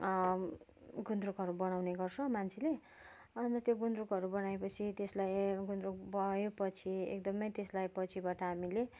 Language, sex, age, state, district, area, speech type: Nepali, female, 30-45, West Bengal, Kalimpong, rural, spontaneous